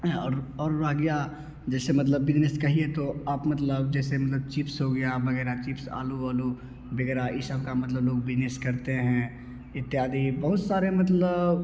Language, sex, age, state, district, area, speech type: Hindi, male, 18-30, Bihar, Begusarai, urban, spontaneous